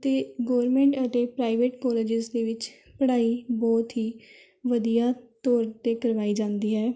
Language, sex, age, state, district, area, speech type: Punjabi, female, 18-30, Punjab, Rupnagar, urban, spontaneous